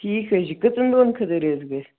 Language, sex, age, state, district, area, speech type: Kashmiri, male, 18-30, Jammu and Kashmir, Baramulla, rural, conversation